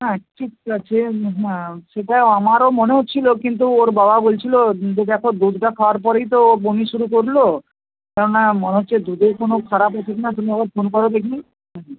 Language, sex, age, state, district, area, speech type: Bengali, female, 60+, West Bengal, South 24 Parganas, rural, conversation